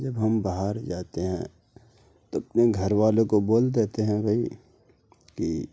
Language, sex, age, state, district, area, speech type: Urdu, male, 18-30, Uttar Pradesh, Gautam Buddha Nagar, rural, spontaneous